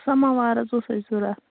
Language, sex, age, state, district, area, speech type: Kashmiri, female, 45-60, Jammu and Kashmir, Baramulla, rural, conversation